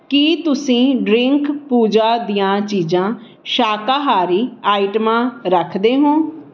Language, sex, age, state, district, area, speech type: Punjabi, female, 45-60, Punjab, Patiala, urban, read